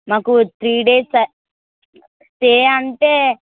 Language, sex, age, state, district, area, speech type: Telugu, female, 18-30, Telangana, Hyderabad, rural, conversation